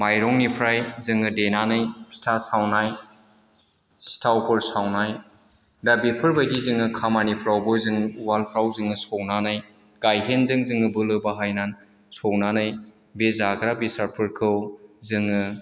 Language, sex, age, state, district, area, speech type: Bodo, male, 45-60, Assam, Chirang, urban, spontaneous